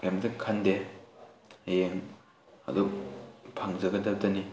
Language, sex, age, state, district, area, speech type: Manipuri, male, 18-30, Manipur, Tengnoupal, rural, spontaneous